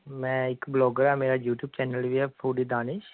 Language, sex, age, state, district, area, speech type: Punjabi, male, 18-30, Punjab, Mansa, urban, conversation